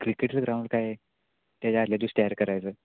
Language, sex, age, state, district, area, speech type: Marathi, male, 18-30, Maharashtra, Sangli, urban, conversation